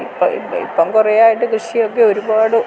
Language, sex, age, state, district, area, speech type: Malayalam, female, 60+, Kerala, Kottayam, urban, spontaneous